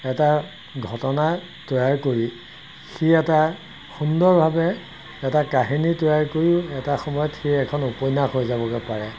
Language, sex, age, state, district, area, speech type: Assamese, male, 60+, Assam, Golaghat, rural, spontaneous